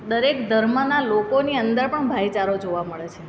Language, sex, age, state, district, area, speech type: Gujarati, female, 30-45, Gujarat, Surat, urban, spontaneous